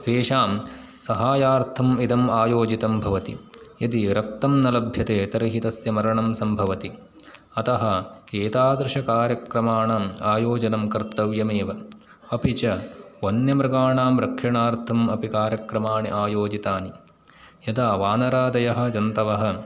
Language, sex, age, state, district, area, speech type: Sanskrit, male, 18-30, Karnataka, Uttara Kannada, rural, spontaneous